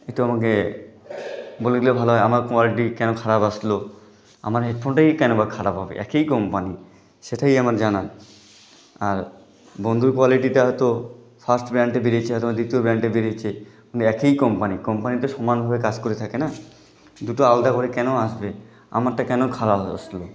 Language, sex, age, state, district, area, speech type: Bengali, male, 18-30, West Bengal, Jalpaiguri, rural, spontaneous